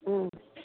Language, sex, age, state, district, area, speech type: Bengali, female, 60+, West Bengal, Dakshin Dinajpur, rural, conversation